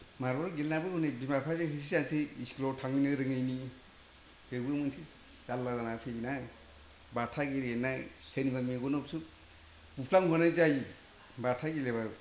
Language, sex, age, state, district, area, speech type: Bodo, male, 60+, Assam, Kokrajhar, rural, spontaneous